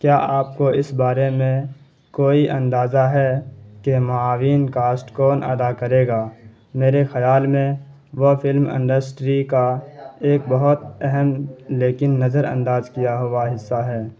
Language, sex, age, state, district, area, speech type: Urdu, male, 18-30, Bihar, Saharsa, rural, read